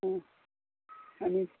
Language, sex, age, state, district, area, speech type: Goan Konkani, female, 60+, Goa, Murmgao, rural, conversation